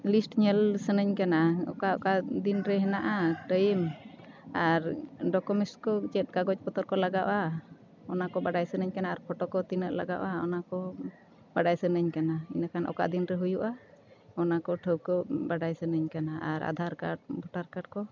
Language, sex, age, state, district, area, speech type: Santali, female, 45-60, Jharkhand, Bokaro, rural, spontaneous